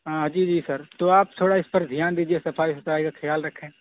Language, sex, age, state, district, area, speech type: Urdu, male, 18-30, Uttar Pradesh, Siddharthnagar, rural, conversation